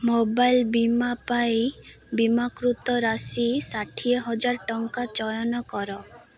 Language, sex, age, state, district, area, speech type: Odia, female, 18-30, Odisha, Malkangiri, urban, read